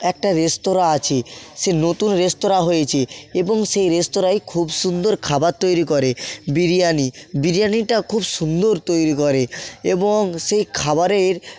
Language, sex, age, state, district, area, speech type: Bengali, male, 45-60, West Bengal, South 24 Parganas, rural, spontaneous